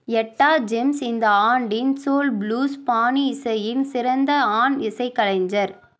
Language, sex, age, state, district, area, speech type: Tamil, female, 18-30, Tamil Nadu, Vellore, urban, read